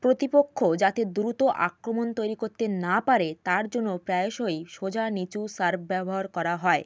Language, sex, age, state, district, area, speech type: Bengali, female, 18-30, West Bengal, Jalpaiguri, rural, read